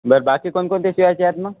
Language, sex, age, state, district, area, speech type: Marathi, male, 18-30, Maharashtra, Hingoli, urban, conversation